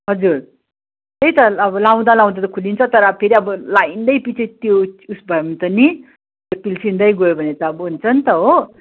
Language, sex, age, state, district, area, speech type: Nepali, female, 60+, West Bengal, Darjeeling, rural, conversation